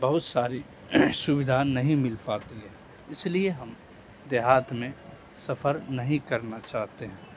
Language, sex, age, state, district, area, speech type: Urdu, male, 18-30, Bihar, Madhubani, rural, spontaneous